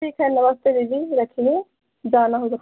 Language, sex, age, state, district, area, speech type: Hindi, female, 45-60, Uttar Pradesh, Pratapgarh, rural, conversation